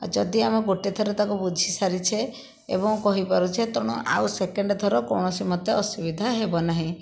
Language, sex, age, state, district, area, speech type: Odia, female, 30-45, Odisha, Bhadrak, rural, spontaneous